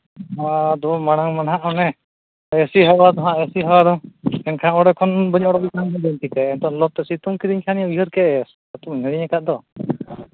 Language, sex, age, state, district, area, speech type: Santali, male, 30-45, Jharkhand, East Singhbhum, rural, conversation